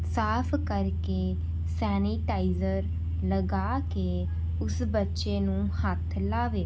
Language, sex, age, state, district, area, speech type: Punjabi, female, 18-30, Punjab, Rupnagar, urban, spontaneous